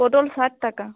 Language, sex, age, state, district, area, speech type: Bengali, female, 45-60, West Bengal, Uttar Dinajpur, urban, conversation